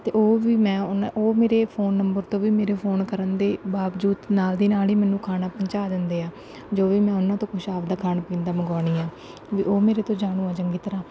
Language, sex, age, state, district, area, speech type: Punjabi, female, 18-30, Punjab, Bathinda, rural, spontaneous